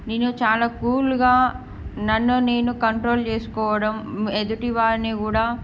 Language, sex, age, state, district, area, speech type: Telugu, female, 18-30, Andhra Pradesh, Srikakulam, urban, spontaneous